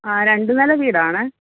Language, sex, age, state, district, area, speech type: Malayalam, female, 30-45, Kerala, Malappuram, rural, conversation